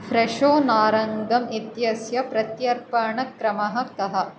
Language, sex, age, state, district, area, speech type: Sanskrit, female, 18-30, Andhra Pradesh, Chittoor, urban, read